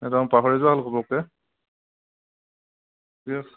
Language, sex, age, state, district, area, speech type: Assamese, male, 18-30, Assam, Dhemaji, rural, conversation